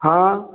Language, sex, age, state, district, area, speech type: Hindi, male, 45-60, Uttar Pradesh, Ayodhya, rural, conversation